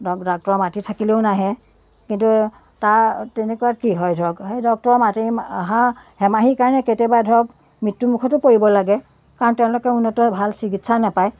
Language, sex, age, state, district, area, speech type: Assamese, female, 45-60, Assam, Biswanath, rural, spontaneous